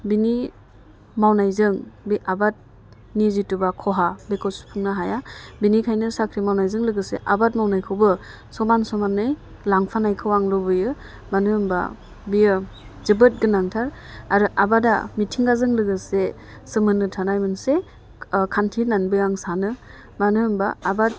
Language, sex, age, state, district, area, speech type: Bodo, female, 18-30, Assam, Udalguri, urban, spontaneous